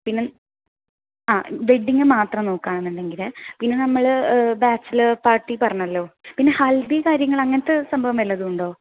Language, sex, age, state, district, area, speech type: Malayalam, female, 18-30, Kerala, Thrissur, rural, conversation